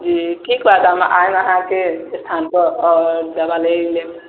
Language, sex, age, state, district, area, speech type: Maithili, male, 18-30, Bihar, Sitamarhi, rural, conversation